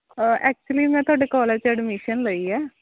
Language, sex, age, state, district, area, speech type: Punjabi, female, 18-30, Punjab, Shaheed Bhagat Singh Nagar, urban, conversation